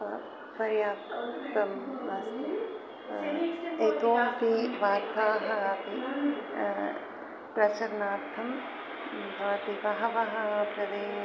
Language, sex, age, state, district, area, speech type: Sanskrit, female, 60+, Telangana, Peddapalli, urban, spontaneous